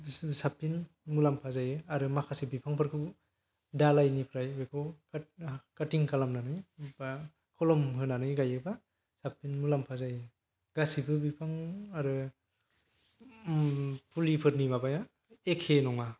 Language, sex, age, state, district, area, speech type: Bodo, male, 18-30, Assam, Kokrajhar, rural, spontaneous